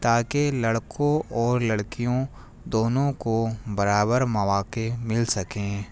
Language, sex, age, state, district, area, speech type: Urdu, male, 30-45, Delhi, New Delhi, urban, spontaneous